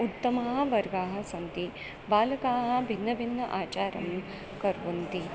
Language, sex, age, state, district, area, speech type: Sanskrit, female, 30-45, Maharashtra, Nagpur, urban, spontaneous